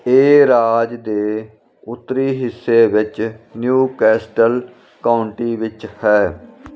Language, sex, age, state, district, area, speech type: Punjabi, male, 45-60, Punjab, Firozpur, rural, read